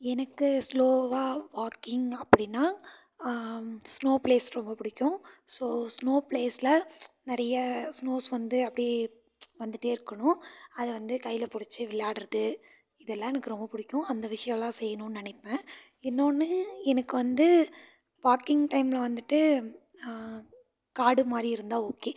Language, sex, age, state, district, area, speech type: Tamil, female, 18-30, Tamil Nadu, Nilgiris, urban, spontaneous